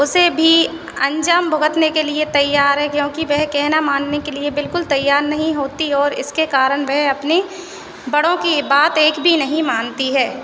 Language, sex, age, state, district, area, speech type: Hindi, female, 18-30, Madhya Pradesh, Hoshangabad, urban, spontaneous